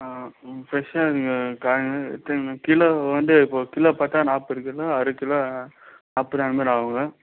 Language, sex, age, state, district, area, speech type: Tamil, male, 18-30, Tamil Nadu, Ranipet, rural, conversation